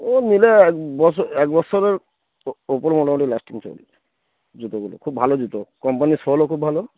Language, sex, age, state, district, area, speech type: Bengali, male, 30-45, West Bengal, Darjeeling, rural, conversation